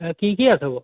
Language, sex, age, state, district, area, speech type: Assamese, male, 60+, Assam, Majuli, urban, conversation